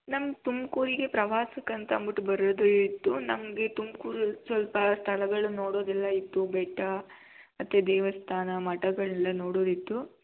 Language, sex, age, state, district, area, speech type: Kannada, female, 18-30, Karnataka, Tumkur, rural, conversation